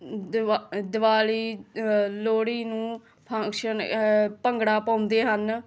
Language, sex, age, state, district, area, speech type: Punjabi, female, 30-45, Punjab, Hoshiarpur, rural, spontaneous